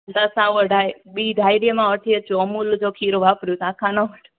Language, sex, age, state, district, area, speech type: Sindhi, female, 18-30, Gujarat, Junagadh, rural, conversation